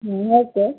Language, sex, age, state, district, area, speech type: Kannada, female, 18-30, Karnataka, Davanagere, rural, conversation